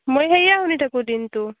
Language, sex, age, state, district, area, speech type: Assamese, female, 18-30, Assam, Barpeta, rural, conversation